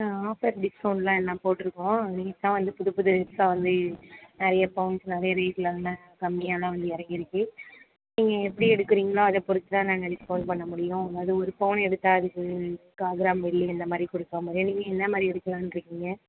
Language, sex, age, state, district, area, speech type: Tamil, female, 18-30, Tamil Nadu, Tiruvarur, rural, conversation